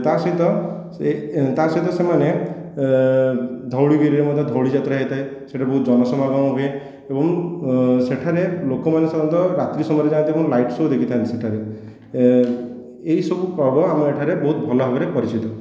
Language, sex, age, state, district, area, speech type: Odia, male, 18-30, Odisha, Khordha, rural, spontaneous